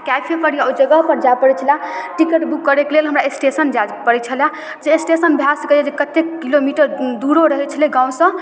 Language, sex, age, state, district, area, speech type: Maithili, female, 18-30, Bihar, Darbhanga, rural, spontaneous